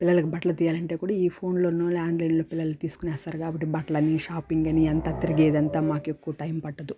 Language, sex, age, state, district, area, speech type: Telugu, female, 30-45, Andhra Pradesh, Sri Balaji, urban, spontaneous